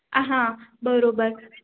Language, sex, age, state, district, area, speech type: Gujarati, female, 45-60, Gujarat, Mehsana, rural, conversation